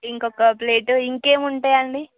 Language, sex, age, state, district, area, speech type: Telugu, female, 30-45, Telangana, Ranga Reddy, urban, conversation